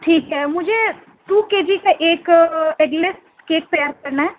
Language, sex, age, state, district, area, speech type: Urdu, female, 18-30, Delhi, North East Delhi, urban, conversation